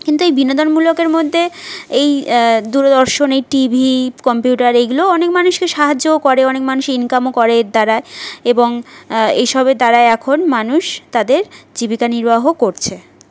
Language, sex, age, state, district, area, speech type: Bengali, female, 18-30, West Bengal, Jhargram, rural, spontaneous